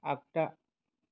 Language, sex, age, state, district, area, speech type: Bodo, male, 45-60, Assam, Chirang, urban, read